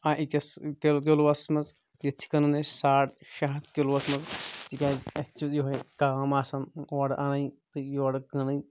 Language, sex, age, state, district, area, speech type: Kashmiri, male, 18-30, Jammu and Kashmir, Kulgam, rural, spontaneous